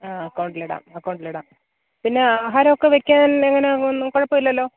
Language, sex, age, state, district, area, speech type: Malayalam, female, 30-45, Kerala, Kollam, rural, conversation